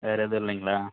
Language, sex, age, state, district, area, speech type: Tamil, male, 18-30, Tamil Nadu, Krishnagiri, rural, conversation